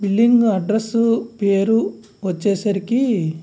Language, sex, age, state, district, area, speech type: Telugu, male, 45-60, Andhra Pradesh, Guntur, urban, spontaneous